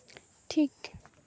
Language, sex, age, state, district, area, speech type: Santali, female, 18-30, Jharkhand, East Singhbhum, rural, read